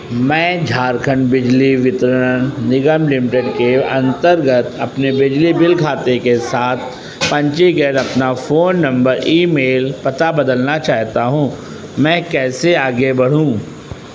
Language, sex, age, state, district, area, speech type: Hindi, male, 60+, Uttar Pradesh, Sitapur, rural, read